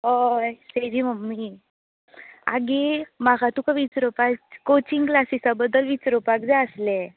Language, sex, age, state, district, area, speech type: Goan Konkani, female, 18-30, Goa, Bardez, rural, conversation